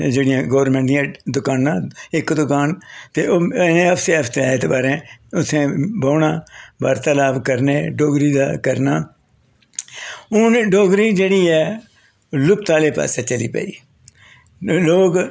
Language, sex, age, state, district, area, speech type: Dogri, male, 60+, Jammu and Kashmir, Jammu, urban, spontaneous